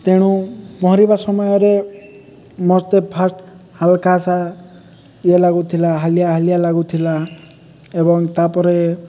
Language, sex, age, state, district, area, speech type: Odia, male, 18-30, Odisha, Nabarangpur, urban, spontaneous